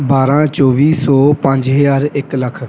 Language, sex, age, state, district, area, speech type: Punjabi, male, 18-30, Punjab, Pathankot, rural, spontaneous